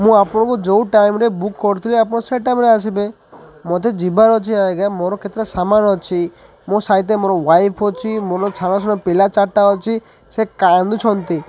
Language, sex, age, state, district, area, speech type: Odia, male, 30-45, Odisha, Malkangiri, urban, spontaneous